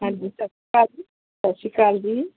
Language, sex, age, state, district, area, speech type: Punjabi, female, 30-45, Punjab, Pathankot, urban, conversation